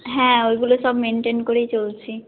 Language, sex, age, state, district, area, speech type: Bengali, female, 18-30, West Bengal, North 24 Parganas, rural, conversation